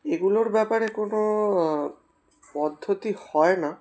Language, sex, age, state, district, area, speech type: Bengali, male, 18-30, West Bengal, Darjeeling, urban, spontaneous